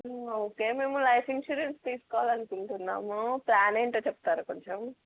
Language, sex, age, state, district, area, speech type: Telugu, female, 18-30, Telangana, Peddapalli, rural, conversation